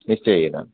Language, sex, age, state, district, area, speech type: Sanskrit, male, 30-45, Karnataka, Dakshina Kannada, rural, conversation